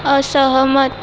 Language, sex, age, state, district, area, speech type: Marathi, female, 18-30, Maharashtra, Nagpur, urban, read